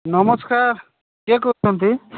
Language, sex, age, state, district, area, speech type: Odia, male, 45-60, Odisha, Nabarangpur, rural, conversation